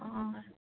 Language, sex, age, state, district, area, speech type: Assamese, female, 18-30, Assam, Udalguri, rural, conversation